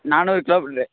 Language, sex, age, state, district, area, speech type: Tamil, male, 18-30, Tamil Nadu, Dharmapuri, urban, conversation